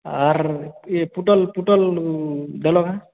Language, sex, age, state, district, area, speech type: Odia, male, 18-30, Odisha, Boudh, rural, conversation